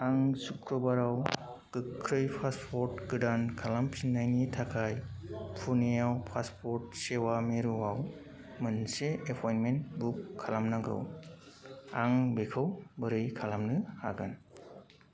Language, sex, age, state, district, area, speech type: Bodo, male, 18-30, Assam, Kokrajhar, rural, read